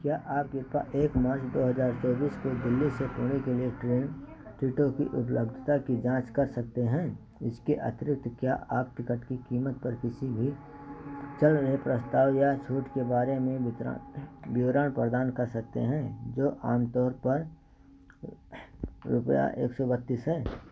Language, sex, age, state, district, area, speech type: Hindi, male, 60+, Uttar Pradesh, Ayodhya, urban, read